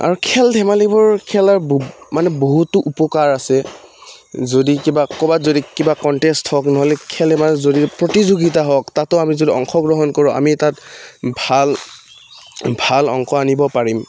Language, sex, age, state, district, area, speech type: Assamese, male, 18-30, Assam, Udalguri, rural, spontaneous